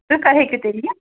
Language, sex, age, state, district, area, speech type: Kashmiri, female, 45-60, Jammu and Kashmir, Ganderbal, rural, conversation